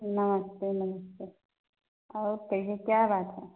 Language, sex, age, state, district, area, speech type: Hindi, female, 45-60, Uttar Pradesh, Ayodhya, rural, conversation